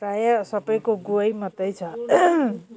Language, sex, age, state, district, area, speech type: Nepali, female, 45-60, West Bengal, Jalpaiguri, rural, spontaneous